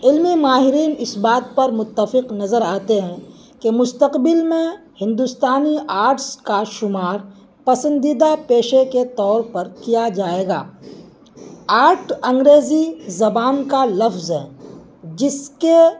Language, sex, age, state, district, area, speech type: Urdu, male, 18-30, Bihar, Purnia, rural, spontaneous